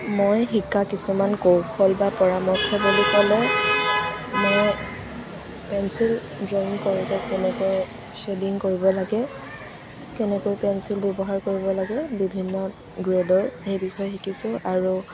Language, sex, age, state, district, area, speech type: Assamese, female, 18-30, Assam, Jorhat, rural, spontaneous